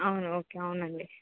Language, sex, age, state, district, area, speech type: Telugu, female, 18-30, Andhra Pradesh, Vizianagaram, urban, conversation